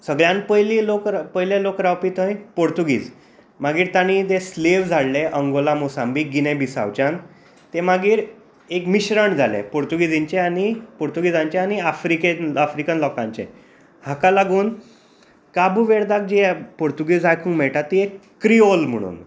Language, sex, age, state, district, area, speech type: Goan Konkani, male, 30-45, Goa, Tiswadi, rural, spontaneous